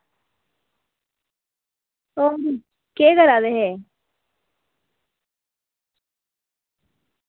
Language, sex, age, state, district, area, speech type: Dogri, female, 18-30, Jammu and Kashmir, Reasi, rural, conversation